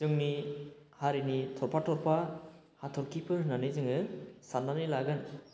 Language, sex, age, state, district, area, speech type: Bodo, male, 30-45, Assam, Baksa, urban, spontaneous